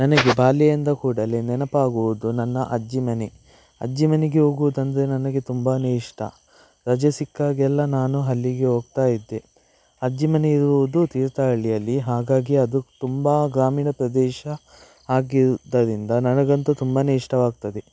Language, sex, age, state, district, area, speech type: Kannada, male, 18-30, Karnataka, Shimoga, rural, spontaneous